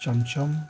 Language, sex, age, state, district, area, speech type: Bengali, male, 45-60, West Bengal, Howrah, urban, spontaneous